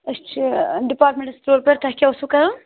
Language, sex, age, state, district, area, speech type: Kashmiri, female, 18-30, Jammu and Kashmir, Srinagar, rural, conversation